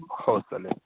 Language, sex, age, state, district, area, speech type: Marathi, male, 30-45, Maharashtra, Yavatmal, urban, conversation